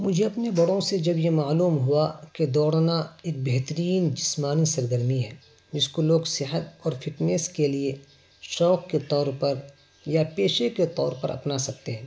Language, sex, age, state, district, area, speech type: Urdu, male, 18-30, Bihar, Araria, rural, spontaneous